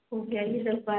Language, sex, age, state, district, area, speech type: Hindi, female, 45-60, Uttar Pradesh, Sitapur, rural, conversation